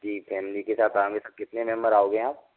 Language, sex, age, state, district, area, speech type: Hindi, male, 18-30, Rajasthan, Karauli, rural, conversation